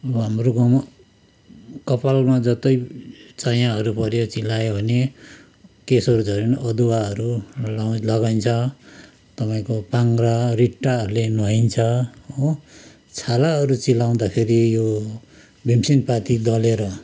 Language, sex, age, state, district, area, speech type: Nepali, male, 60+, West Bengal, Kalimpong, rural, spontaneous